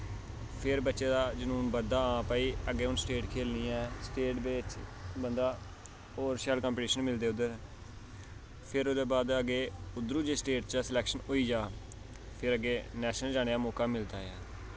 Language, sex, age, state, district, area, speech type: Dogri, male, 18-30, Jammu and Kashmir, Samba, rural, spontaneous